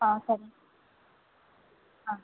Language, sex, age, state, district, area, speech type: Tamil, female, 45-60, Tamil Nadu, Pudukkottai, urban, conversation